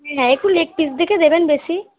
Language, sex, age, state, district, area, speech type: Bengali, female, 45-60, West Bengal, Purba Bardhaman, rural, conversation